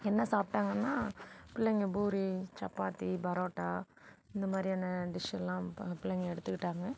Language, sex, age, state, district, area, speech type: Tamil, female, 45-60, Tamil Nadu, Mayiladuthurai, urban, spontaneous